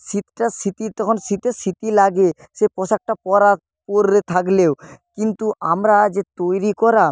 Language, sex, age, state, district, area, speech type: Bengali, male, 18-30, West Bengal, Purba Medinipur, rural, spontaneous